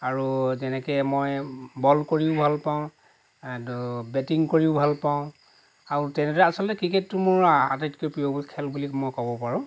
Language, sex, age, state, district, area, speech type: Assamese, male, 45-60, Assam, Lakhimpur, rural, spontaneous